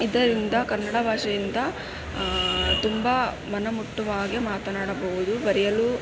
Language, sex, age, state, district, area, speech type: Kannada, female, 18-30, Karnataka, Davanagere, rural, spontaneous